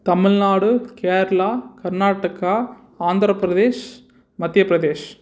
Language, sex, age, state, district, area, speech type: Tamil, male, 18-30, Tamil Nadu, Salem, urban, spontaneous